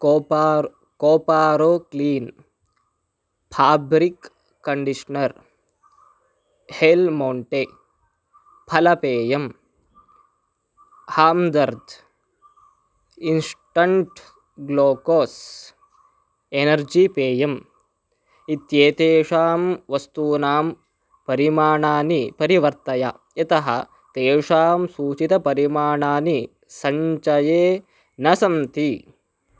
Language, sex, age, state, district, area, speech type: Sanskrit, male, 18-30, Karnataka, Chikkamagaluru, rural, read